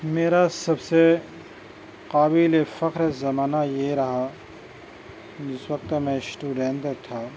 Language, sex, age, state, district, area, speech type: Urdu, male, 30-45, Uttar Pradesh, Gautam Buddha Nagar, urban, spontaneous